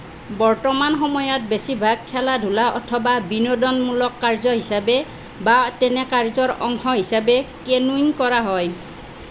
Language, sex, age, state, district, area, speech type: Assamese, female, 45-60, Assam, Nalbari, rural, read